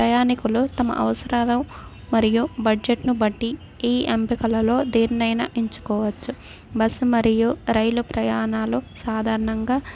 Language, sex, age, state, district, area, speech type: Telugu, female, 18-30, Telangana, Adilabad, rural, spontaneous